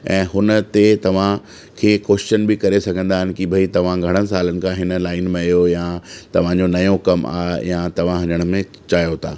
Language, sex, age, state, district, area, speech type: Sindhi, male, 30-45, Delhi, South Delhi, urban, spontaneous